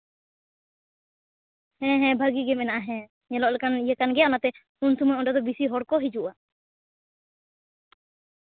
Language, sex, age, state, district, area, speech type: Santali, female, 18-30, West Bengal, Purulia, rural, conversation